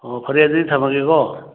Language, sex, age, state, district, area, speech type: Manipuri, male, 60+, Manipur, Churachandpur, urban, conversation